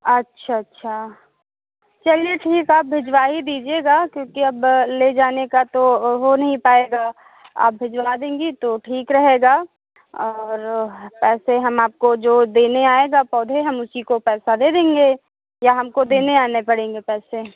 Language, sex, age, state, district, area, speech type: Hindi, female, 30-45, Uttar Pradesh, Lucknow, rural, conversation